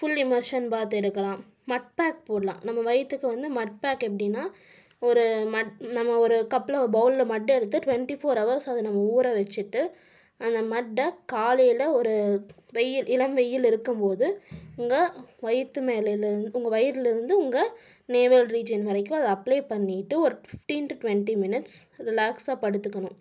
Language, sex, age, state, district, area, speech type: Tamil, female, 18-30, Tamil Nadu, Tiruppur, urban, spontaneous